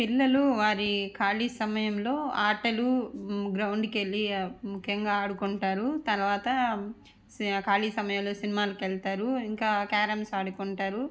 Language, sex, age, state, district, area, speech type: Telugu, female, 45-60, Andhra Pradesh, Nellore, urban, spontaneous